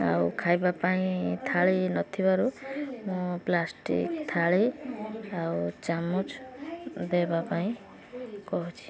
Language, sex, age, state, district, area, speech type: Odia, female, 18-30, Odisha, Balasore, rural, spontaneous